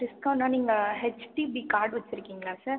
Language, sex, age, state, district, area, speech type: Tamil, female, 18-30, Tamil Nadu, Viluppuram, urban, conversation